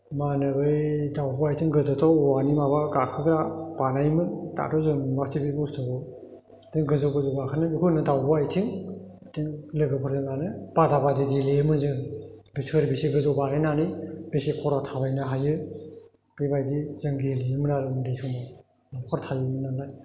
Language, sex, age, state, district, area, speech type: Bodo, male, 60+, Assam, Chirang, rural, spontaneous